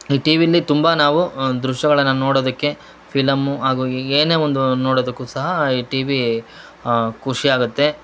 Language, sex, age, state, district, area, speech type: Kannada, male, 30-45, Karnataka, Shimoga, urban, spontaneous